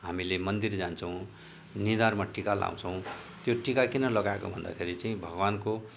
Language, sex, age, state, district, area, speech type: Nepali, male, 60+, West Bengal, Jalpaiguri, rural, spontaneous